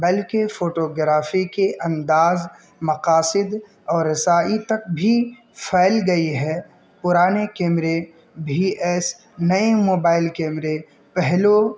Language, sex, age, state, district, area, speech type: Urdu, male, 18-30, Uttar Pradesh, Balrampur, rural, spontaneous